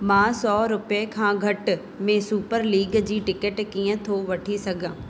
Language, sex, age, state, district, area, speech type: Sindhi, female, 18-30, Madhya Pradesh, Katni, rural, read